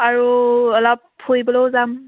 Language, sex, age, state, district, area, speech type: Assamese, female, 18-30, Assam, Sivasagar, rural, conversation